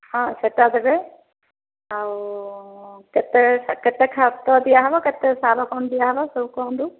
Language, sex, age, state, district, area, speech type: Odia, female, 45-60, Odisha, Dhenkanal, rural, conversation